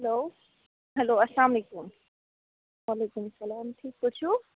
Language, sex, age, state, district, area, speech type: Kashmiri, female, 30-45, Jammu and Kashmir, Budgam, rural, conversation